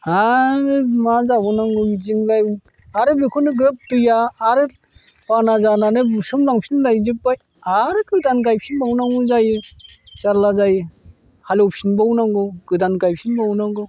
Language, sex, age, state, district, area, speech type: Bodo, male, 45-60, Assam, Chirang, rural, spontaneous